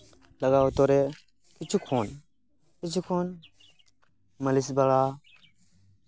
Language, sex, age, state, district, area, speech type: Santali, male, 18-30, West Bengal, Purba Bardhaman, rural, spontaneous